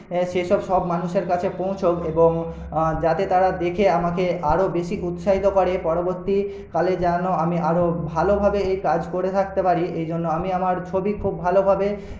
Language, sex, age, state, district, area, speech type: Bengali, male, 18-30, West Bengal, Paschim Medinipur, rural, spontaneous